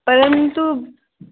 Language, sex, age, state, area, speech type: Sanskrit, other, 18-30, Rajasthan, urban, conversation